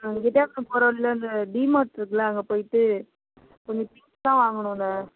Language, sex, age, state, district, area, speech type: Tamil, female, 18-30, Tamil Nadu, Thoothukudi, urban, conversation